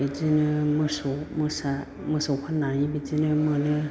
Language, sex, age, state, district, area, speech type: Bodo, female, 60+, Assam, Chirang, rural, spontaneous